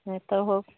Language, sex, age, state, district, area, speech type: Bengali, female, 60+, West Bengal, Darjeeling, urban, conversation